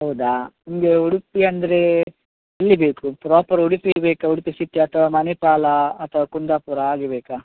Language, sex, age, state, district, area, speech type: Kannada, male, 18-30, Karnataka, Udupi, rural, conversation